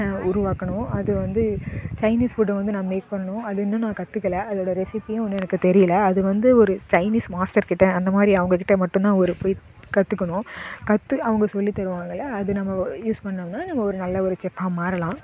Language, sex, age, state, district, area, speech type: Tamil, female, 18-30, Tamil Nadu, Namakkal, rural, spontaneous